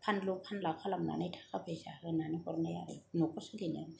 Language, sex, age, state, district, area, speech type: Bodo, female, 30-45, Assam, Kokrajhar, rural, spontaneous